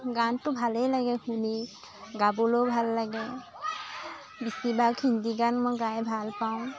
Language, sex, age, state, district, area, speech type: Assamese, female, 18-30, Assam, Lakhimpur, rural, spontaneous